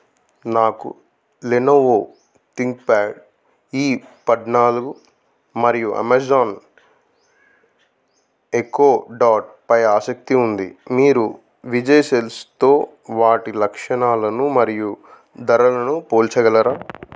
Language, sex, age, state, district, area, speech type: Telugu, male, 30-45, Telangana, Adilabad, rural, read